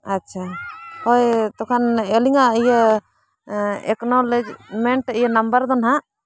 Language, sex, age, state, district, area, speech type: Santali, female, 45-60, Jharkhand, Bokaro, rural, spontaneous